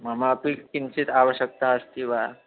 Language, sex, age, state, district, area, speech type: Sanskrit, male, 18-30, Madhya Pradesh, Chhindwara, rural, conversation